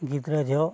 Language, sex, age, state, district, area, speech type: Santali, male, 45-60, Odisha, Mayurbhanj, rural, spontaneous